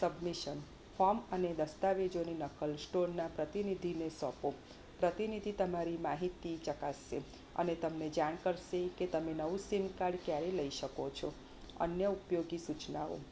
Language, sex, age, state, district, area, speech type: Gujarati, female, 30-45, Gujarat, Kheda, rural, spontaneous